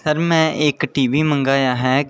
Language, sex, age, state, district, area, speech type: Dogri, male, 18-30, Jammu and Kashmir, Udhampur, rural, spontaneous